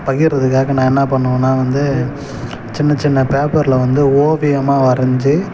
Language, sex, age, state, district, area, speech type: Tamil, male, 30-45, Tamil Nadu, Kallakurichi, rural, spontaneous